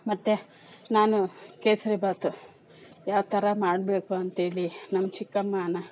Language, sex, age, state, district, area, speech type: Kannada, female, 45-60, Karnataka, Kolar, rural, spontaneous